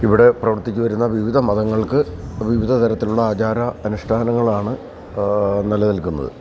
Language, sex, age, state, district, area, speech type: Malayalam, male, 60+, Kerala, Idukki, rural, spontaneous